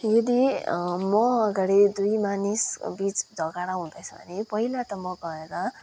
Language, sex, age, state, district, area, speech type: Nepali, male, 18-30, West Bengal, Kalimpong, rural, spontaneous